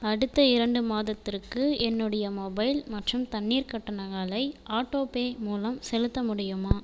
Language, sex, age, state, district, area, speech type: Tamil, female, 30-45, Tamil Nadu, Viluppuram, rural, read